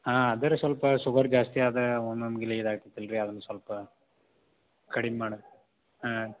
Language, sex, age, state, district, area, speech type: Kannada, male, 30-45, Karnataka, Belgaum, rural, conversation